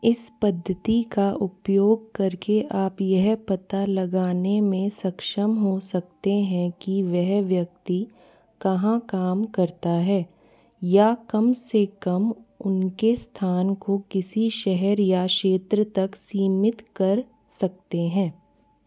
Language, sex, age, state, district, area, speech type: Hindi, female, 18-30, Rajasthan, Jaipur, urban, read